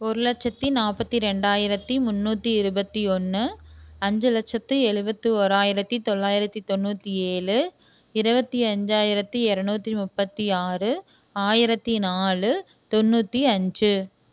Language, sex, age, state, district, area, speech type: Tamil, female, 30-45, Tamil Nadu, Erode, rural, spontaneous